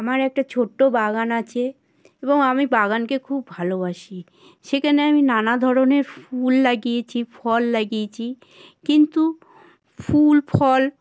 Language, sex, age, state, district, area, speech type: Bengali, female, 60+, West Bengal, South 24 Parganas, rural, spontaneous